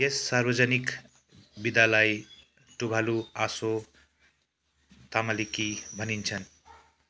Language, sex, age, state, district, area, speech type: Nepali, male, 45-60, West Bengal, Kalimpong, rural, read